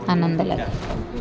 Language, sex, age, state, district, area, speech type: Odia, female, 30-45, Odisha, Koraput, urban, spontaneous